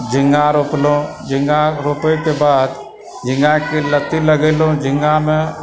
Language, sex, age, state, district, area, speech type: Maithili, male, 60+, Bihar, Supaul, urban, spontaneous